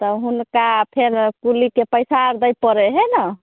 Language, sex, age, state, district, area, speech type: Maithili, female, 30-45, Bihar, Samastipur, urban, conversation